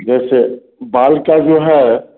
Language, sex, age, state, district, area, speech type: Hindi, male, 45-60, Bihar, Samastipur, rural, conversation